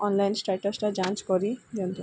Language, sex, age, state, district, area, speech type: Odia, female, 18-30, Odisha, Sundergarh, urban, spontaneous